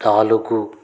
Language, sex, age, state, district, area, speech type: Telugu, male, 30-45, Andhra Pradesh, Konaseema, rural, read